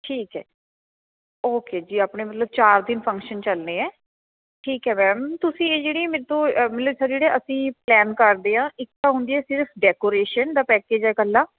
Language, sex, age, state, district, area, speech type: Punjabi, female, 30-45, Punjab, Fatehgarh Sahib, urban, conversation